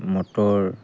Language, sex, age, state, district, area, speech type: Assamese, male, 45-60, Assam, Golaghat, urban, spontaneous